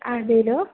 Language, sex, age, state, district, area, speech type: Malayalam, female, 18-30, Kerala, Idukki, rural, conversation